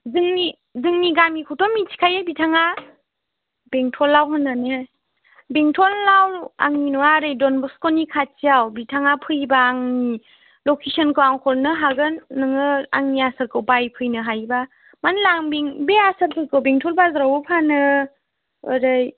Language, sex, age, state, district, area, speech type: Bodo, female, 18-30, Assam, Chirang, urban, conversation